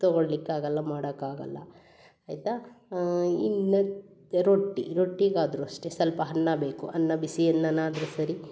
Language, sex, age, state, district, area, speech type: Kannada, female, 45-60, Karnataka, Hassan, urban, spontaneous